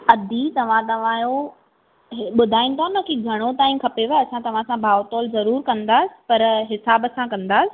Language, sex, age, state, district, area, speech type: Sindhi, female, 18-30, Maharashtra, Thane, urban, conversation